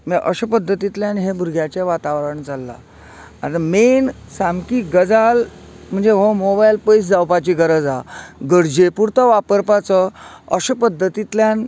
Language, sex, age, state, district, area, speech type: Goan Konkani, male, 45-60, Goa, Canacona, rural, spontaneous